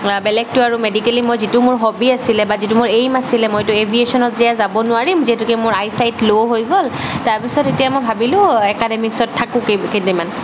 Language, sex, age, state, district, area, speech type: Assamese, female, 30-45, Assam, Barpeta, urban, spontaneous